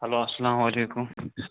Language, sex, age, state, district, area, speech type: Kashmiri, male, 18-30, Jammu and Kashmir, Shopian, rural, conversation